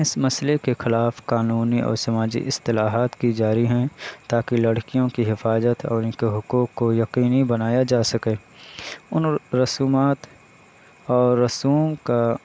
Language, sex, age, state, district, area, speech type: Urdu, male, 18-30, Uttar Pradesh, Balrampur, rural, spontaneous